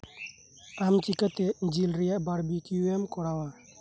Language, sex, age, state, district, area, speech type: Santali, male, 18-30, West Bengal, Birbhum, rural, read